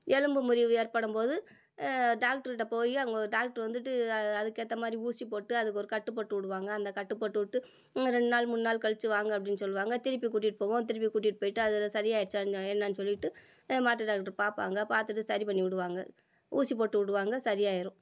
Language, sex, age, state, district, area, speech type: Tamil, female, 45-60, Tamil Nadu, Madurai, urban, spontaneous